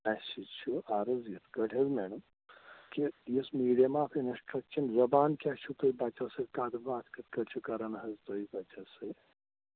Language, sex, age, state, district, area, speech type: Kashmiri, female, 45-60, Jammu and Kashmir, Shopian, rural, conversation